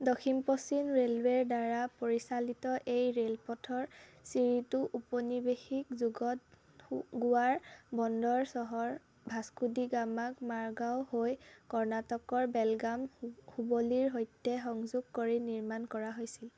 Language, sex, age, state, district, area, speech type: Assamese, female, 18-30, Assam, Sivasagar, rural, read